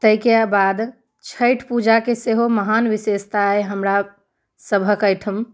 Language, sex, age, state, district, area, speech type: Maithili, female, 18-30, Bihar, Muzaffarpur, rural, spontaneous